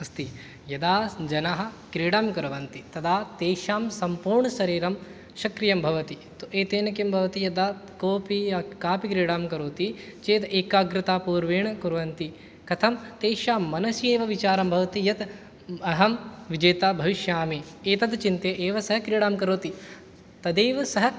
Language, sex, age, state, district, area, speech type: Sanskrit, male, 18-30, Rajasthan, Jaipur, urban, spontaneous